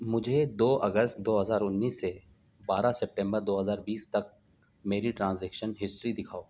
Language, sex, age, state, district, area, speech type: Urdu, male, 30-45, Delhi, Central Delhi, urban, read